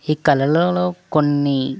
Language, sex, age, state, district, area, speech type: Telugu, male, 45-60, Andhra Pradesh, West Godavari, rural, spontaneous